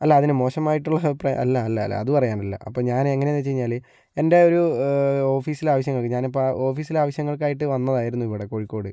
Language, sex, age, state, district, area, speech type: Malayalam, male, 60+, Kerala, Kozhikode, urban, spontaneous